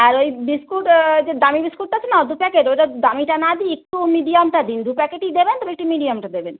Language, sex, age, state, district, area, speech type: Bengali, female, 30-45, West Bengal, Howrah, urban, conversation